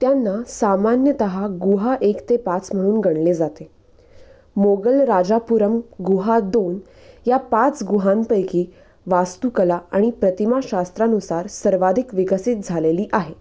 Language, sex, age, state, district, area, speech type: Marathi, female, 18-30, Maharashtra, Nashik, urban, read